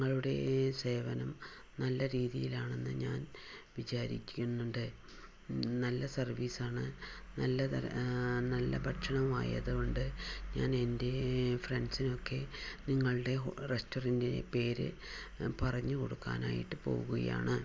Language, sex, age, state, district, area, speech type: Malayalam, female, 60+, Kerala, Palakkad, rural, spontaneous